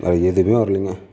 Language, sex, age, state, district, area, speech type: Tamil, male, 60+, Tamil Nadu, Sivaganga, urban, spontaneous